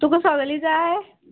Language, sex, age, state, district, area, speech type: Goan Konkani, female, 18-30, Goa, Quepem, rural, conversation